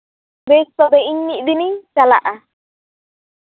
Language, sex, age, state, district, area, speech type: Santali, female, 18-30, West Bengal, Purba Bardhaman, rural, conversation